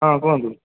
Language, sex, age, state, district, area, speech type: Odia, male, 18-30, Odisha, Kendrapara, urban, conversation